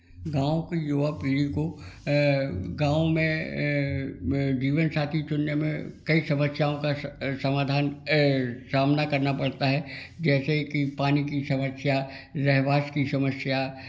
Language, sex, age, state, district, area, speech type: Hindi, male, 60+, Madhya Pradesh, Gwalior, rural, spontaneous